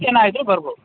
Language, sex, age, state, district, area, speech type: Kannada, male, 18-30, Karnataka, Gadag, rural, conversation